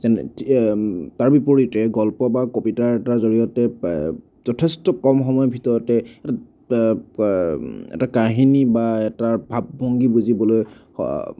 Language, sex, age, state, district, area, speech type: Assamese, male, 30-45, Assam, Nagaon, rural, spontaneous